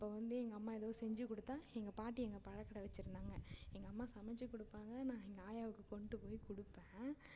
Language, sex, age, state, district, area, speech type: Tamil, female, 18-30, Tamil Nadu, Ariyalur, rural, spontaneous